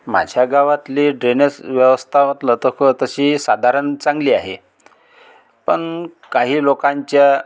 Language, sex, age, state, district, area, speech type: Marathi, male, 45-60, Maharashtra, Amravati, rural, spontaneous